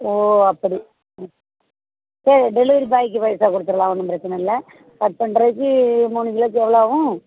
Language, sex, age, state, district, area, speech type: Tamil, female, 45-60, Tamil Nadu, Thoothukudi, rural, conversation